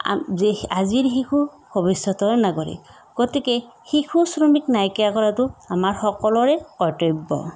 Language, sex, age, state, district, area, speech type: Assamese, female, 30-45, Assam, Sonitpur, rural, spontaneous